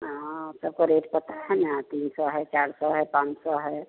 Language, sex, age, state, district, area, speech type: Hindi, female, 45-60, Bihar, Begusarai, rural, conversation